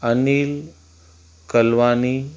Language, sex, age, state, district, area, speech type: Sindhi, male, 45-60, Madhya Pradesh, Katni, rural, spontaneous